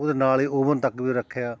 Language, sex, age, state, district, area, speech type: Punjabi, male, 45-60, Punjab, Fatehgarh Sahib, rural, spontaneous